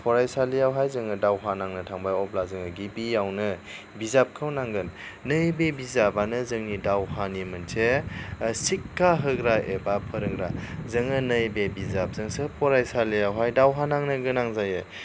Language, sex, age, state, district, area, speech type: Bodo, male, 30-45, Assam, Chirang, rural, spontaneous